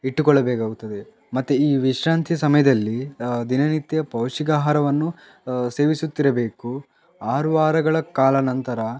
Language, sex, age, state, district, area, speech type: Kannada, male, 18-30, Karnataka, Chitradurga, rural, spontaneous